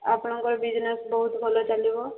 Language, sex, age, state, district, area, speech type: Odia, female, 18-30, Odisha, Subarnapur, urban, conversation